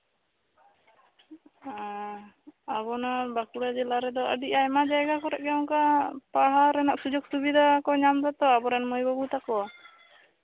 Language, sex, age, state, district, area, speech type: Santali, female, 18-30, West Bengal, Bankura, rural, conversation